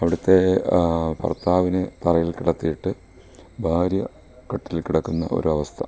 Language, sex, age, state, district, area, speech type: Malayalam, male, 45-60, Kerala, Kollam, rural, spontaneous